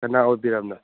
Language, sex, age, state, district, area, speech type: Manipuri, male, 60+, Manipur, Churachandpur, rural, conversation